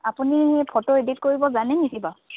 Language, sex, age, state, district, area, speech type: Assamese, female, 30-45, Assam, Dibrugarh, rural, conversation